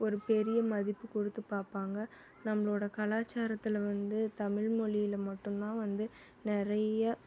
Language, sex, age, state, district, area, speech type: Tamil, female, 18-30, Tamil Nadu, Salem, rural, spontaneous